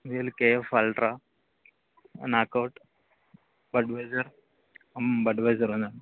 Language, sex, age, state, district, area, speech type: Telugu, male, 18-30, Andhra Pradesh, Anantapur, urban, conversation